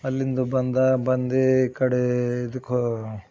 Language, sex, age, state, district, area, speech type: Kannada, male, 30-45, Karnataka, Bidar, urban, spontaneous